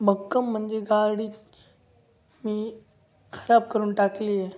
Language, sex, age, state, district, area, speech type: Marathi, male, 18-30, Maharashtra, Ahmednagar, rural, spontaneous